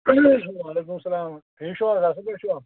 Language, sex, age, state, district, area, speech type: Kashmiri, male, 18-30, Jammu and Kashmir, Shopian, rural, conversation